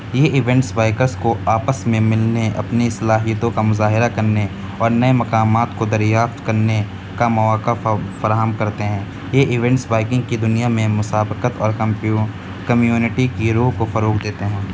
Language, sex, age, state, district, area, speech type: Urdu, male, 18-30, Uttar Pradesh, Siddharthnagar, rural, spontaneous